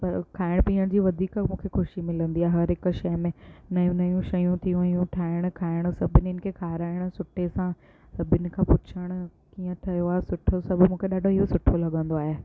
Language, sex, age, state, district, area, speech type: Sindhi, female, 18-30, Gujarat, Surat, urban, spontaneous